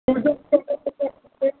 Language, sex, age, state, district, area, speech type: Bengali, male, 45-60, West Bengal, Hooghly, rural, conversation